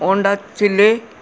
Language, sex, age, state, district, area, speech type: Telugu, female, 60+, Telangana, Hyderabad, urban, spontaneous